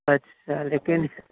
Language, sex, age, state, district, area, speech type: Urdu, male, 30-45, Uttar Pradesh, Lucknow, urban, conversation